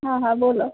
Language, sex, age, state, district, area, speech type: Gujarati, female, 30-45, Gujarat, Morbi, urban, conversation